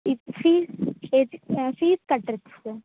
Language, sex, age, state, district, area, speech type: Tamil, female, 18-30, Tamil Nadu, Vellore, urban, conversation